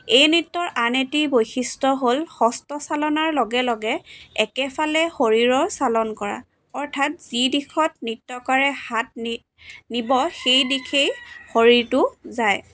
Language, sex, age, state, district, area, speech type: Assamese, female, 45-60, Assam, Dibrugarh, rural, spontaneous